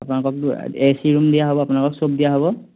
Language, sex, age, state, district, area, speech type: Assamese, male, 18-30, Assam, Majuli, urban, conversation